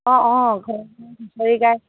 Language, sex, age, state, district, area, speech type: Assamese, female, 45-60, Assam, Dibrugarh, rural, conversation